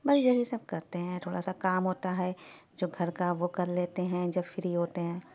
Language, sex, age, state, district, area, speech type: Urdu, female, 30-45, Uttar Pradesh, Shahjahanpur, urban, spontaneous